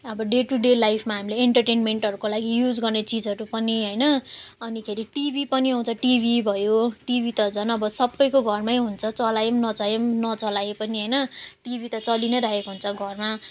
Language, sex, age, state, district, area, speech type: Nepali, female, 18-30, West Bengal, Jalpaiguri, urban, spontaneous